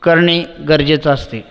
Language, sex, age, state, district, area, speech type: Marathi, male, 30-45, Maharashtra, Buldhana, urban, spontaneous